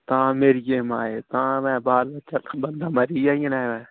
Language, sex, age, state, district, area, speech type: Dogri, male, 30-45, Jammu and Kashmir, Udhampur, rural, conversation